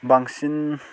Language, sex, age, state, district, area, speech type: Bodo, male, 18-30, Assam, Baksa, rural, spontaneous